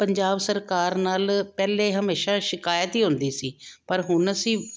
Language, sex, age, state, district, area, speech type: Punjabi, female, 45-60, Punjab, Jalandhar, urban, spontaneous